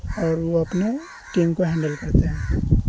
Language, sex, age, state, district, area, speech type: Urdu, male, 18-30, Bihar, Khagaria, rural, spontaneous